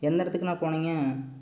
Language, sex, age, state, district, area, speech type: Tamil, male, 18-30, Tamil Nadu, Erode, rural, spontaneous